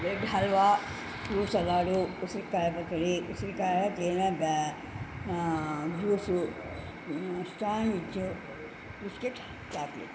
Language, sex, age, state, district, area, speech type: Telugu, female, 60+, Andhra Pradesh, Nellore, urban, spontaneous